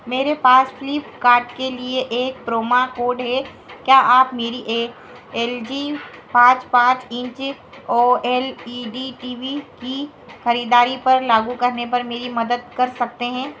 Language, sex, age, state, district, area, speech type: Hindi, female, 60+, Madhya Pradesh, Harda, urban, read